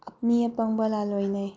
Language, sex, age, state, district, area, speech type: Manipuri, female, 18-30, Manipur, Bishnupur, rural, spontaneous